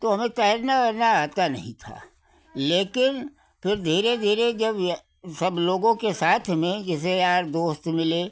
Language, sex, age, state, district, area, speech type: Hindi, male, 60+, Uttar Pradesh, Hardoi, rural, spontaneous